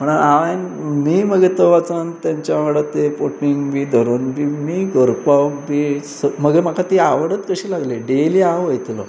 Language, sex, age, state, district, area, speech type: Goan Konkani, male, 45-60, Goa, Pernem, rural, spontaneous